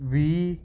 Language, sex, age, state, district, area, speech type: Punjabi, male, 30-45, Punjab, Gurdaspur, rural, spontaneous